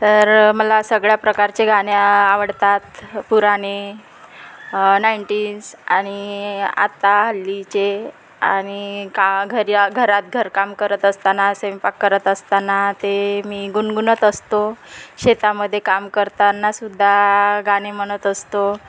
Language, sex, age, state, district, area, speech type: Marathi, female, 30-45, Maharashtra, Nagpur, rural, spontaneous